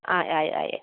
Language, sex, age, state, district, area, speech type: Malayalam, female, 30-45, Kerala, Kasaragod, rural, conversation